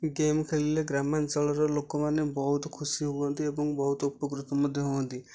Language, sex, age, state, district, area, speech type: Odia, male, 18-30, Odisha, Nayagarh, rural, spontaneous